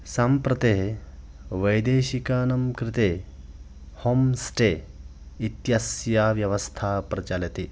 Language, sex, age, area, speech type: Sanskrit, male, 30-45, rural, spontaneous